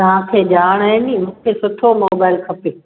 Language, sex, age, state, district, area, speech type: Sindhi, female, 30-45, Gujarat, Junagadh, rural, conversation